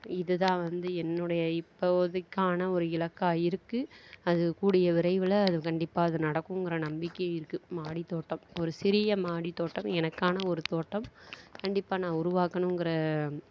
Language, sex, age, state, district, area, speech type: Tamil, female, 45-60, Tamil Nadu, Mayiladuthurai, urban, spontaneous